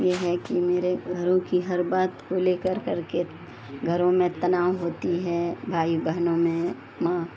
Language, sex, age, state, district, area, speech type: Urdu, female, 60+, Bihar, Supaul, rural, spontaneous